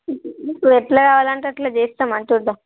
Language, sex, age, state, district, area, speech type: Telugu, female, 18-30, Andhra Pradesh, Visakhapatnam, urban, conversation